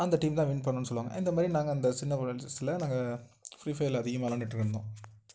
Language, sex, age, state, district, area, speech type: Tamil, male, 18-30, Tamil Nadu, Nagapattinam, rural, spontaneous